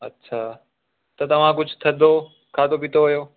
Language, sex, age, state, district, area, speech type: Sindhi, male, 18-30, Delhi, South Delhi, urban, conversation